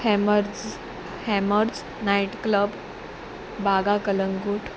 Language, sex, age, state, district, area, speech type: Goan Konkani, female, 18-30, Goa, Murmgao, urban, spontaneous